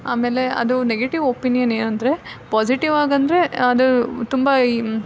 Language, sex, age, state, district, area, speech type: Kannada, female, 18-30, Karnataka, Davanagere, rural, spontaneous